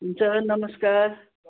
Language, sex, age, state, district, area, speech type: Nepali, female, 60+, West Bengal, Kalimpong, rural, conversation